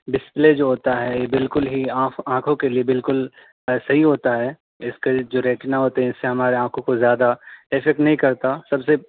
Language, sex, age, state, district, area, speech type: Urdu, male, 18-30, Delhi, South Delhi, urban, conversation